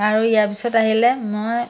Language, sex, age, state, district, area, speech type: Assamese, female, 60+, Assam, Majuli, urban, spontaneous